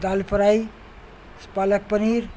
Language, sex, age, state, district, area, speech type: Urdu, male, 45-60, Delhi, New Delhi, urban, spontaneous